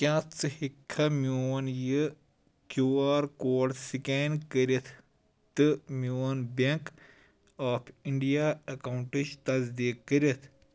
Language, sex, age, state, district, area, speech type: Kashmiri, male, 18-30, Jammu and Kashmir, Kulgam, rural, read